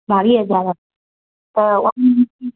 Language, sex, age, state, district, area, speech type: Sindhi, female, 30-45, Gujarat, Kutch, rural, conversation